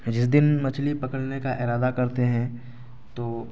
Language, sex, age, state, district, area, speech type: Urdu, male, 18-30, Bihar, Araria, rural, spontaneous